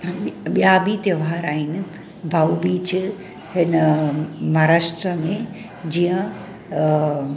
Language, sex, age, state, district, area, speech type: Sindhi, female, 45-60, Maharashtra, Mumbai Suburban, urban, spontaneous